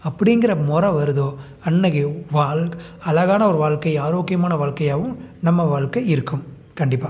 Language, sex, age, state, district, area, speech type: Tamil, male, 30-45, Tamil Nadu, Salem, rural, spontaneous